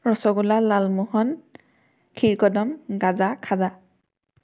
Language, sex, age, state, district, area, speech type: Assamese, female, 18-30, Assam, Majuli, urban, spontaneous